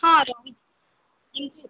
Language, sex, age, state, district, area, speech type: Odia, female, 18-30, Odisha, Jajpur, rural, conversation